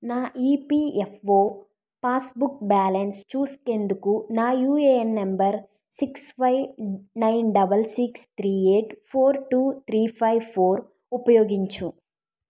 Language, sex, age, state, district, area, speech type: Telugu, female, 45-60, Andhra Pradesh, East Godavari, urban, read